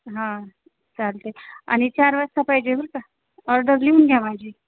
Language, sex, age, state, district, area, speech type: Marathi, female, 30-45, Maharashtra, Osmanabad, rural, conversation